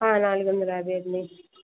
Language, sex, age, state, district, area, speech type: Telugu, female, 60+, Andhra Pradesh, Krishna, urban, conversation